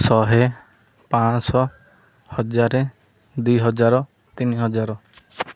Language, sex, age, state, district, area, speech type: Odia, male, 18-30, Odisha, Koraput, urban, spontaneous